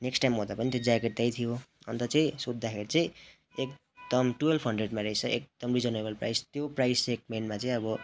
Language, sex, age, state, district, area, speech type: Nepali, male, 18-30, West Bengal, Darjeeling, rural, spontaneous